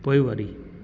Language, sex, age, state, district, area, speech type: Sindhi, male, 60+, Delhi, South Delhi, urban, read